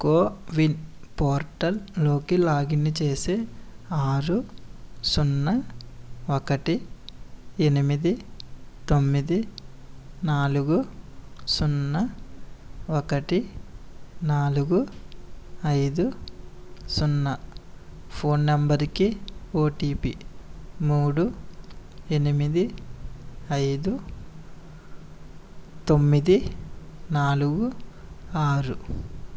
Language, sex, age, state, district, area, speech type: Telugu, male, 18-30, Andhra Pradesh, East Godavari, rural, read